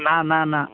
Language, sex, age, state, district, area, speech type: Bodo, male, 18-30, Assam, Baksa, rural, conversation